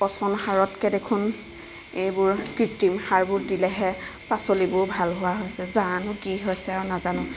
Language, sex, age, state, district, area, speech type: Assamese, female, 30-45, Assam, Nagaon, rural, spontaneous